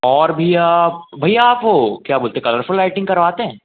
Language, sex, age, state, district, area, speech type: Hindi, male, 18-30, Madhya Pradesh, Jabalpur, urban, conversation